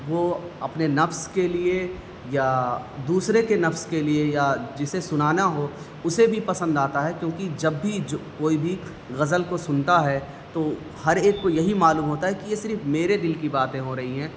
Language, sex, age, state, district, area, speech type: Urdu, male, 30-45, Delhi, North East Delhi, urban, spontaneous